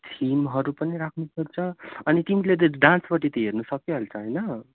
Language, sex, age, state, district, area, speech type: Nepali, male, 18-30, West Bengal, Darjeeling, rural, conversation